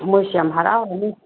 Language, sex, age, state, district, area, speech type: Manipuri, female, 45-60, Manipur, Tengnoupal, rural, conversation